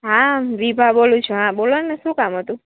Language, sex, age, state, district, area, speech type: Gujarati, female, 18-30, Gujarat, Rajkot, rural, conversation